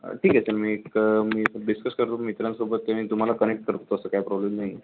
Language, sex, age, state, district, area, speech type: Marathi, male, 18-30, Maharashtra, Pune, urban, conversation